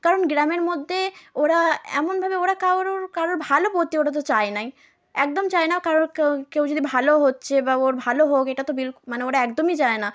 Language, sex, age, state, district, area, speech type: Bengali, female, 18-30, West Bengal, South 24 Parganas, rural, spontaneous